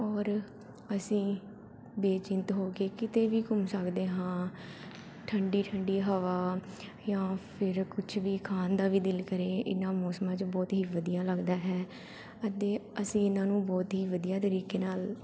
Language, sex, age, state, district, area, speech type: Punjabi, female, 18-30, Punjab, Pathankot, urban, spontaneous